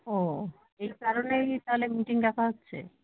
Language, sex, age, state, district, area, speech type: Bengali, female, 18-30, West Bengal, Hooghly, urban, conversation